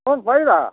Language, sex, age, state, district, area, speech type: Assamese, male, 60+, Assam, Dhemaji, rural, conversation